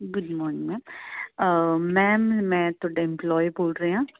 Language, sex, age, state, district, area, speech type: Punjabi, female, 45-60, Punjab, Jalandhar, urban, conversation